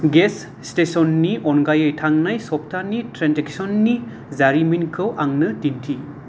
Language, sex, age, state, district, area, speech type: Bodo, male, 30-45, Assam, Kokrajhar, rural, read